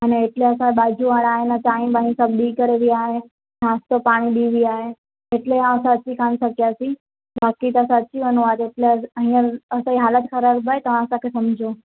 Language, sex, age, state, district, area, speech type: Sindhi, female, 18-30, Gujarat, Surat, urban, conversation